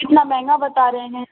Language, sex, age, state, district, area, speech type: Urdu, female, 18-30, Bihar, Supaul, rural, conversation